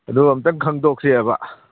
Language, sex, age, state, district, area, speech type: Manipuri, male, 45-60, Manipur, Kangpokpi, urban, conversation